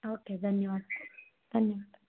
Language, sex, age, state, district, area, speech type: Telugu, female, 45-60, Andhra Pradesh, East Godavari, rural, conversation